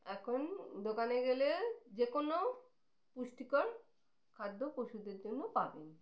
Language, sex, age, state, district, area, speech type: Bengali, female, 30-45, West Bengal, Birbhum, urban, spontaneous